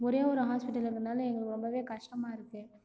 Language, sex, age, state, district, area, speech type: Tamil, female, 18-30, Tamil Nadu, Cuddalore, rural, spontaneous